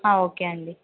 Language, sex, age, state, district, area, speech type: Telugu, female, 18-30, Telangana, Sangareddy, urban, conversation